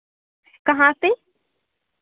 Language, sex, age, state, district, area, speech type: Hindi, female, 18-30, Madhya Pradesh, Seoni, urban, conversation